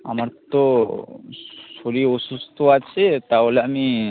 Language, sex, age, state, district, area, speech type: Bengali, male, 18-30, West Bengal, Malda, rural, conversation